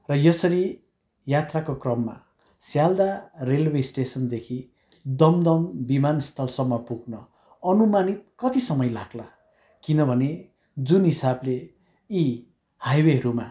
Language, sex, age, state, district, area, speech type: Nepali, male, 60+, West Bengal, Kalimpong, rural, spontaneous